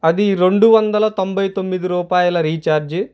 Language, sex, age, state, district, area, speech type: Telugu, male, 30-45, Andhra Pradesh, Guntur, urban, spontaneous